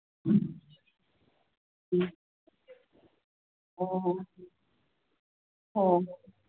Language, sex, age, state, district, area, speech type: Manipuri, female, 60+, Manipur, Imphal East, rural, conversation